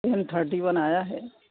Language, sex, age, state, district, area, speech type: Urdu, female, 30-45, Delhi, South Delhi, rural, conversation